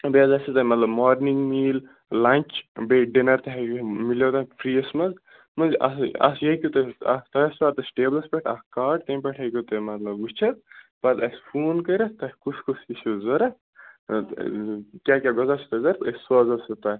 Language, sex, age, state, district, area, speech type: Kashmiri, male, 18-30, Jammu and Kashmir, Baramulla, rural, conversation